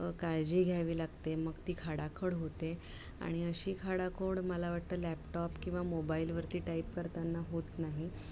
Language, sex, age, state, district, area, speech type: Marathi, female, 30-45, Maharashtra, Mumbai Suburban, urban, spontaneous